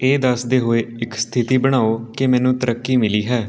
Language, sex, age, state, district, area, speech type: Punjabi, male, 18-30, Punjab, Patiala, rural, read